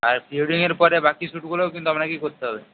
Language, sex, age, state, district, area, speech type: Bengali, male, 30-45, West Bengal, Purba Medinipur, rural, conversation